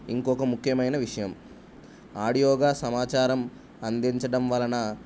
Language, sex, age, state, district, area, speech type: Telugu, male, 18-30, Telangana, Jayashankar, urban, spontaneous